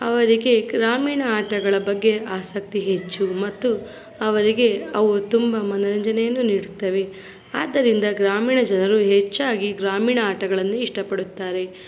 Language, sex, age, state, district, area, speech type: Kannada, female, 45-60, Karnataka, Davanagere, rural, spontaneous